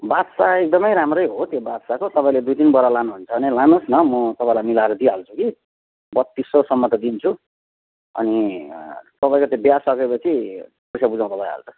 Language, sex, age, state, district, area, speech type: Nepali, male, 30-45, West Bengal, Jalpaiguri, rural, conversation